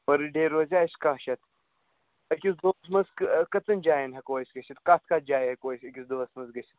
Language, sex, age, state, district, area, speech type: Kashmiri, male, 45-60, Jammu and Kashmir, Srinagar, urban, conversation